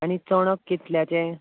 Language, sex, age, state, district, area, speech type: Goan Konkani, male, 18-30, Goa, Bardez, urban, conversation